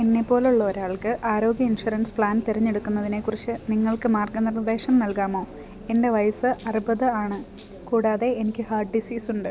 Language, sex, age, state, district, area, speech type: Malayalam, female, 30-45, Kerala, Idukki, rural, read